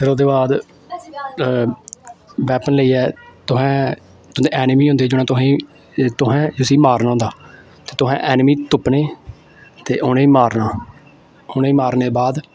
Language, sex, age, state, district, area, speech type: Dogri, male, 18-30, Jammu and Kashmir, Samba, urban, spontaneous